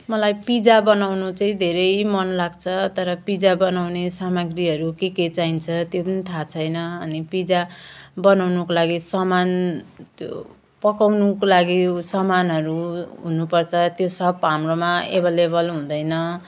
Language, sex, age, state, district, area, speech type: Nepali, female, 30-45, West Bengal, Jalpaiguri, rural, spontaneous